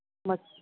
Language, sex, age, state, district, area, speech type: Manipuri, female, 45-60, Manipur, Kangpokpi, urban, conversation